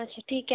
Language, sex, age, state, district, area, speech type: Marathi, female, 18-30, Maharashtra, Nagpur, urban, conversation